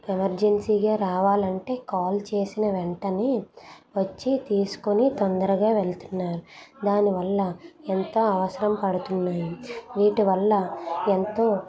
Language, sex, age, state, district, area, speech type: Telugu, female, 30-45, Andhra Pradesh, Anakapalli, urban, spontaneous